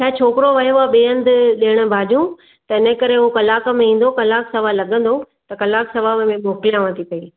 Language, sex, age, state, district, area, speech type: Sindhi, female, 30-45, Maharashtra, Thane, urban, conversation